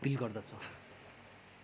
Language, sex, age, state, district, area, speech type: Nepali, male, 18-30, West Bengal, Kalimpong, rural, spontaneous